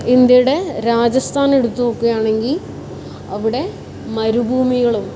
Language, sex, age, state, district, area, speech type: Malayalam, female, 18-30, Kerala, Kasaragod, urban, spontaneous